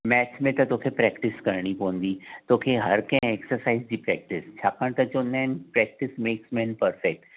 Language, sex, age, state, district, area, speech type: Sindhi, male, 60+, Maharashtra, Mumbai Suburban, urban, conversation